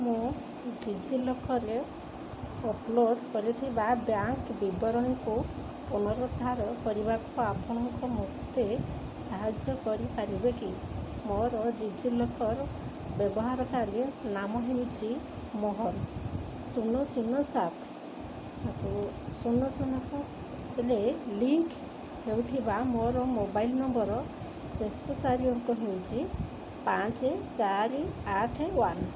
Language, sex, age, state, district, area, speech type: Odia, female, 30-45, Odisha, Sundergarh, urban, read